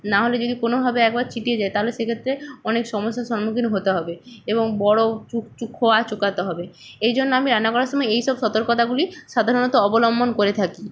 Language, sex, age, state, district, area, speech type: Bengali, female, 30-45, West Bengal, Nadia, rural, spontaneous